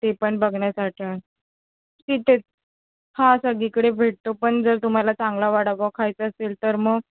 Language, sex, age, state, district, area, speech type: Marathi, female, 18-30, Maharashtra, Solapur, urban, conversation